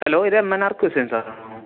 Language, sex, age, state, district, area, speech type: Malayalam, male, 18-30, Kerala, Thrissur, rural, conversation